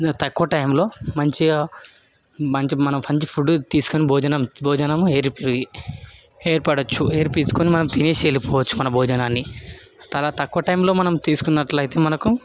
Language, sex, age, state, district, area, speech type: Telugu, male, 18-30, Telangana, Hyderabad, urban, spontaneous